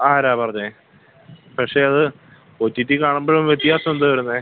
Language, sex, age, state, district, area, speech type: Malayalam, male, 18-30, Kerala, Kollam, rural, conversation